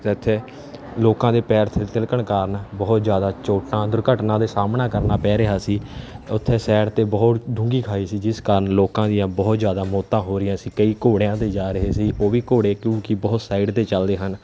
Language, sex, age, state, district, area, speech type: Punjabi, male, 18-30, Punjab, Kapurthala, urban, spontaneous